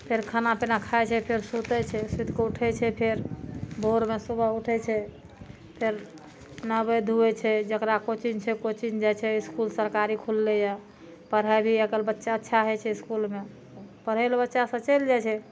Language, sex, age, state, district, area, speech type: Maithili, female, 60+, Bihar, Madhepura, rural, spontaneous